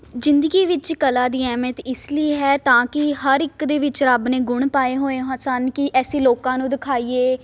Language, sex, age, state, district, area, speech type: Punjabi, female, 18-30, Punjab, Ludhiana, urban, spontaneous